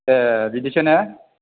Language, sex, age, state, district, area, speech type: Bodo, male, 30-45, Assam, Chirang, rural, conversation